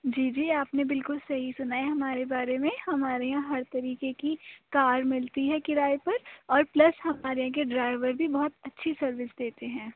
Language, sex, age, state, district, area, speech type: Urdu, female, 30-45, Uttar Pradesh, Aligarh, urban, conversation